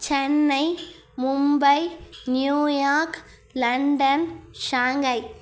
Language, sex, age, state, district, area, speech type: Tamil, female, 45-60, Tamil Nadu, Cuddalore, urban, spontaneous